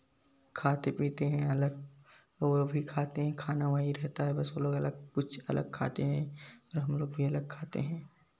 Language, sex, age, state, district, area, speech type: Hindi, male, 18-30, Uttar Pradesh, Jaunpur, urban, spontaneous